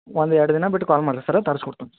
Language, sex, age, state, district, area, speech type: Kannada, male, 45-60, Karnataka, Belgaum, rural, conversation